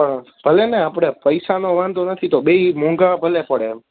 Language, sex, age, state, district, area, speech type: Gujarati, male, 18-30, Gujarat, Rajkot, urban, conversation